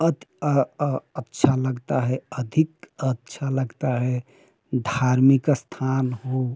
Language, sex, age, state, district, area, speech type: Hindi, male, 45-60, Uttar Pradesh, Prayagraj, urban, spontaneous